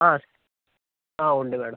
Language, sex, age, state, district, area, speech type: Malayalam, female, 45-60, Kerala, Wayanad, rural, conversation